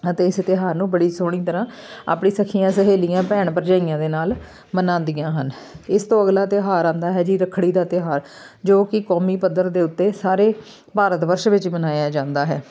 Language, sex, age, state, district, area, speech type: Punjabi, female, 30-45, Punjab, Amritsar, urban, spontaneous